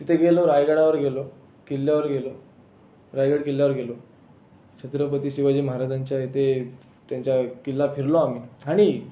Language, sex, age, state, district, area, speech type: Marathi, male, 18-30, Maharashtra, Raigad, rural, spontaneous